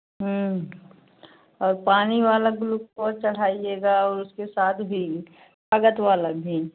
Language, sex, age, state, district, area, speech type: Hindi, female, 45-60, Uttar Pradesh, Pratapgarh, rural, conversation